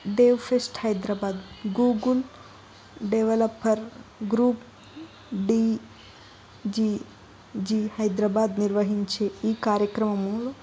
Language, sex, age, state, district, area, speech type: Telugu, female, 18-30, Telangana, Jayashankar, urban, spontaneous